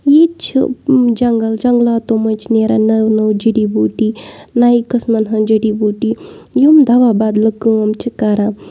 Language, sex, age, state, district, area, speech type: Kashmiri, female, 18-30, Jammu and Kashmir, Bandipora, urban, spontaneous